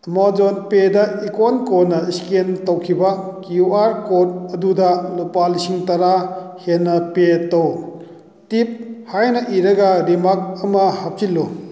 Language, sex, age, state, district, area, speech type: Manipuri, male, 45-60, Manipur, Kakching, rural, read